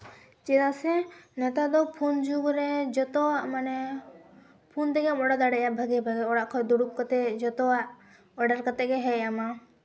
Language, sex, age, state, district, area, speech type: Santali, female, 18-30, West Bengal, Purulia, rural, spontaneous